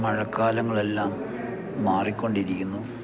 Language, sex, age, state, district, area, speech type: Malayalam, male, 60+, Kerala, Idukki, rural, spontaneous